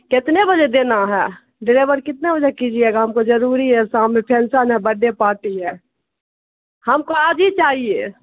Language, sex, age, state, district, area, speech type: Urdu, female, 45-60, Bihar, Khagaria, rural, conversation